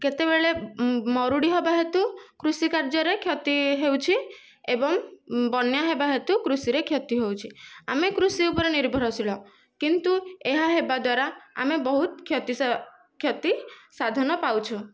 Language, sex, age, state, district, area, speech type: Odia, female, 18-30, Odisha, Nayagarh, rural, spontaneous